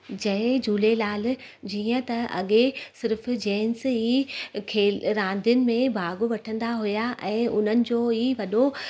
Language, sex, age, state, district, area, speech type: Sindhi, female, 30-45, Gujarat, Surat, urban, spontaneous